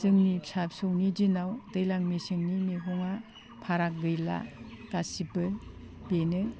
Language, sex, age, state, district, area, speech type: Bodo, female, 60+, Assam, Udalguri, rural, spontaneous